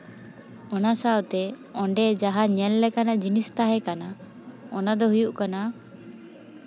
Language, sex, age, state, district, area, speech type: Santali, female, 18-30, West Bengal, Paschim Bardhaman, rural, spontaneous